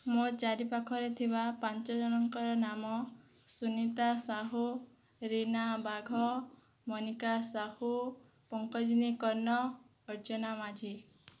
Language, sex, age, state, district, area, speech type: Odia, female, 18-30, Odisha, Boudh, rural, spontaneous